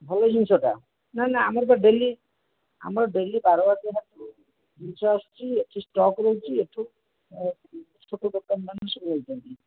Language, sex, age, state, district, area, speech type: Odia, male, 60+, Odisha, Jajpur, rural, conversation